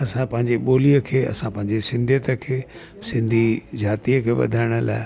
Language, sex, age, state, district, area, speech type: Sindhi, male, 60+, Delhi, South Delhi, urban, spontaneous